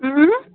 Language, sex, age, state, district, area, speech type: Kashmiri, female, 30-45, Jammu and Kashmir, Baramulla, rural, conversation